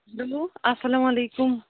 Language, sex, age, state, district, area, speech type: Kashmiri, female, 45-60, Jammu and Kashmir, Srinagar, urban, conversation